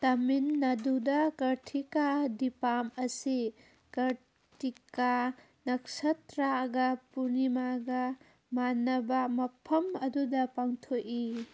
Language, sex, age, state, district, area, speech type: Manipuri, female, 30-45, Manipur, Kangpokpi, urban, read